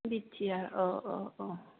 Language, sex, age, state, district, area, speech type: Bodo, female, 45-60, Assam, Kokrajhar, urban, conversation